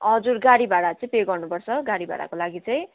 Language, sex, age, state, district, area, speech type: Nepali, female, 18-30, West Bengal, Kalimpong, rural, conversation